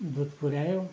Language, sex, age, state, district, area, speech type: Nepali, male, 60+, West Bengal, Darjeeling, rural, spontaneous